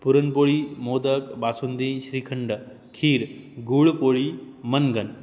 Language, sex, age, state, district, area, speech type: Marathi, male, 18-30, Maharashtra, Jalna, urban, spontaneous